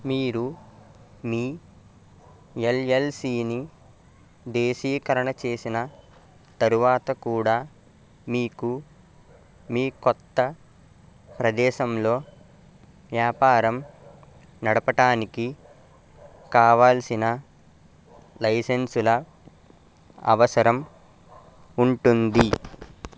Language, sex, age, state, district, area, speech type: Telugu, male, 18-30, Andhra Pradesh, Eluru, urban, read